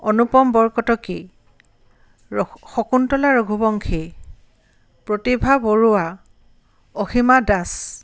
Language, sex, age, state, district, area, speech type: Assamese, female, 45-60, Assam, Tinsukia, urban, spontaneous